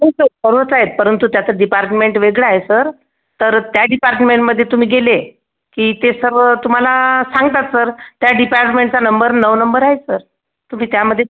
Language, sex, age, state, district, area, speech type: Marathi, female, 60+, Maharashtra, Akola, rural, conversation